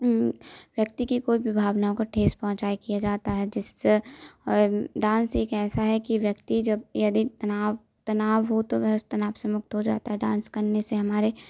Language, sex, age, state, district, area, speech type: Hindi, female, 18-30, Madhya Pradesh, Hoshangabad, urban, spontaneous